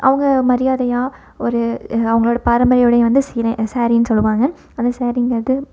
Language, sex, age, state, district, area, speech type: Tamil, female, 18-30, Tamil Nadu, Erode, urban, spontaneous